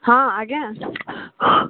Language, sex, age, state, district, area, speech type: Odia, female, 18-30, Odisha, Sundergarh, urban, conversation